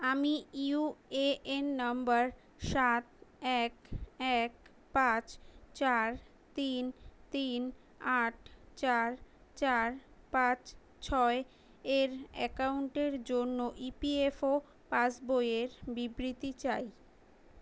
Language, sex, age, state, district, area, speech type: Bengali, female, 18-30, West Bengal, Kolkata, urban, read